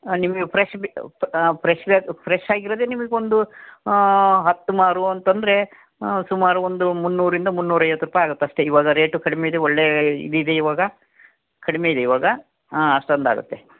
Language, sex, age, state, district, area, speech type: Kannada, male, 45-60, Karnataka, Davanagere, rural, conversation